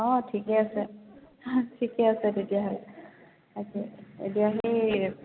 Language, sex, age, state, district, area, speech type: Assamese, female, 45-60, Assam, Dibrugarh, rural, conversation